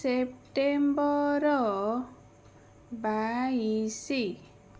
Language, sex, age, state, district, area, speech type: Odia, female, 30-45, Odisha, Bhadrak, rural, spontaneous